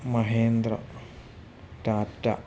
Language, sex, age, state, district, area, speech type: Malayalam, male, 45-60, Kerala, Wayanad, rural, spontaneous